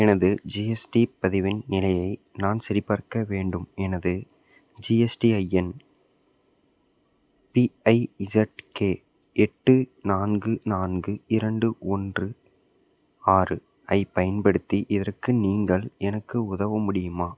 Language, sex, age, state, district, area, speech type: Tamil, male, 18-30, Tamil Nadu, Salem, rural, read